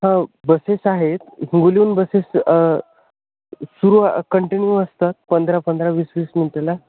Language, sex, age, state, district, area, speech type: Marathi, male, 30-45, Maharashtra, Hingoli, rural, conversation